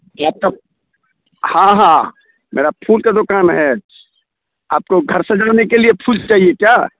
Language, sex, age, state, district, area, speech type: Hindi, male, 45-60, Bihar, Muzaffarpur, rural, conversation